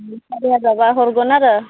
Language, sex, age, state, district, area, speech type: Bodo, female, 18-30, Assam, Udalguri, urban, conversation